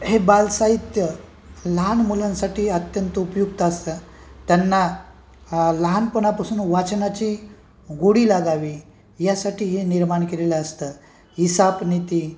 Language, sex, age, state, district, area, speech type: Marathi, male, 45-60, Maharashtra, Nanded, urban, spontaneous